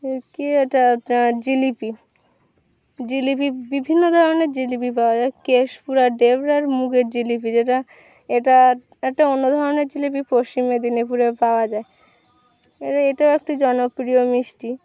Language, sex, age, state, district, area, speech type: Bengali, female, 18-30, West Bengal, Birbhum, urban, spontaneous